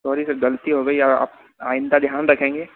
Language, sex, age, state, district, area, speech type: Hindi, male, 30-45, Madhya Pradesh, Harda, urban, conversation